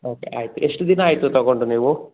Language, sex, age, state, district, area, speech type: Kannada, male, 30-45, Karnataka, Chikkaballapur, rural, conversation